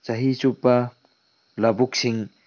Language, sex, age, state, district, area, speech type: Manipuri, male, 18-30, Manipur, Tengnoupal, rural, spontaneous